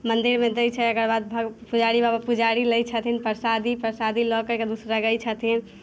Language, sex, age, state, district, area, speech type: Maithili, female, 18-30, Bihar, Muzaffarpur, rural, spontaneous